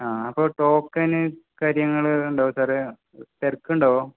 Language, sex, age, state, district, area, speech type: Malayalam, male, 18-30, Kerala, Kasaragod, rural, conversation